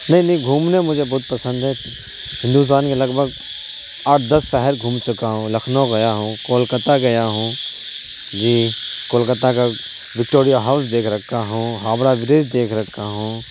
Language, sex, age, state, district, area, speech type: Urdu, male, 30-45, Bihar, Supaul, urban, spontaneous